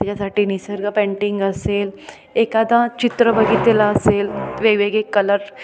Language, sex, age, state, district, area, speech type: Marathi, female, 30-45, Maharashtra, Ahmednagar, urban, spontaneous